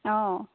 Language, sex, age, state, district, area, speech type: Assamese, female, 30-45, Assam, Lakhimpur, rural, conversation